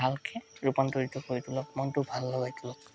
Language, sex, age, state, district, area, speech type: Assamese, male, 18-30, Assam, Charaideo, urban, spontaneous